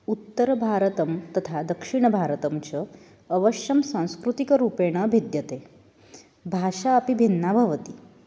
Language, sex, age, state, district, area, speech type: Sanskrit, female, 30-45, Maharashtra, Nagpur, urban, spontaneous